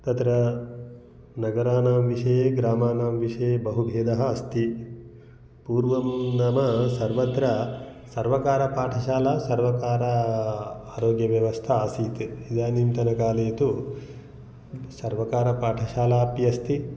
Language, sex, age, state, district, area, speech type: Sanskrit, male, 45-60, Telangana, Mahbubnagar, rural, spontaneous